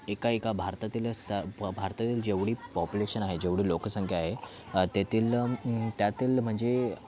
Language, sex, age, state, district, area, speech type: Marathi, male, 18-30, Maharashtra, Thane, urban, spontaneous